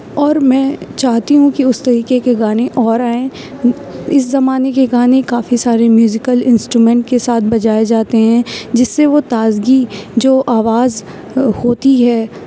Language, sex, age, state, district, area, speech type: Urdu, female, 18-30, Uttar Pradesh, Aligarh, urban, spontaneous